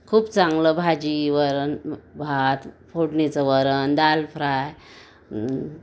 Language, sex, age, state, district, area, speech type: Marathi, female, 30-45, Maharashtra, Amravati, urban, spontaneous